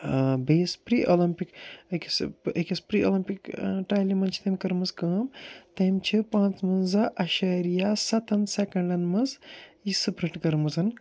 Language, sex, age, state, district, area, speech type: Kashmiri, male, 18-30, Jammu and Kashmir, Srinagar, urban, spontaneous